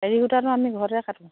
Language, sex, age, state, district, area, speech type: Assamese, female, 45-60, Assam, Dhemaji, urban, conversation